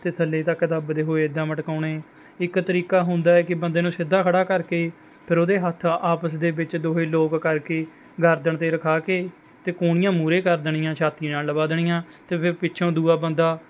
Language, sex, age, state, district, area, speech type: Punjabi, male, 18-30, Punjab, Mohali, rural, spontaneous